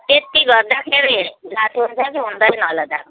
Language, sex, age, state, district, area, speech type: Nepali, female, 60+, West Bengal, Kalimpong, rural, conversation